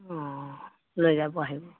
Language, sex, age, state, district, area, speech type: Assamese, female, 60+, Assam, Morigaon, rural, conversation